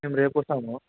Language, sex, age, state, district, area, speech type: Telugu, male, 18-30, Andhra Pradesh, Chittoor, rural, conversation